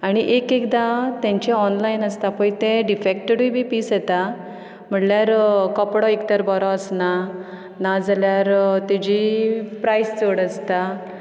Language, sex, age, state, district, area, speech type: Goan Konkani, female, 30-45, Goa, Ponda, rural, spontaneous